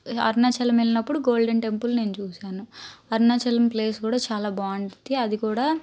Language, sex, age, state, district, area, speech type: Telugu, female, 18-30, Andhra Pradesh, Palnadu, urban, spontaneous